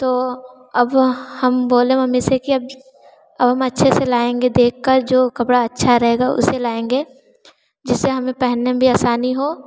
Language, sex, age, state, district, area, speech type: Hindi, female, 18-30, Uttar Pradesh, Varanasi, urban, spontaneous